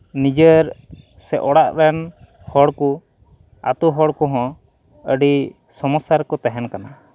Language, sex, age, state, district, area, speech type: Santali, male, 30-45, West Bengal, Malda, rural, spontaneous